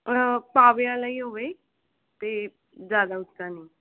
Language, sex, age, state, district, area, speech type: Punjabi, female, 18-30, Punjab, Fazilka, rural, conversation